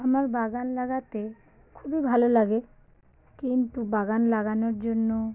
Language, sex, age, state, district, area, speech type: Bengali, female, 45-60, West Bengal, South 24 Parganas, rural, spontaneous